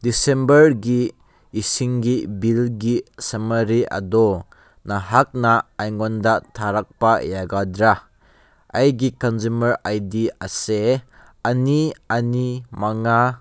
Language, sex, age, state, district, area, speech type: Manipuri, male, 18-30, Manipur, Kangpokpi, urban, read